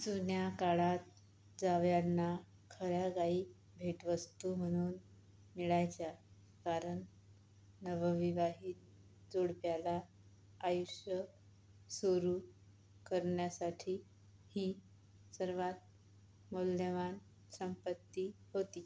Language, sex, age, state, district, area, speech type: Marathi, female, 18-30, Maharashtra, Yavatmal, rural, read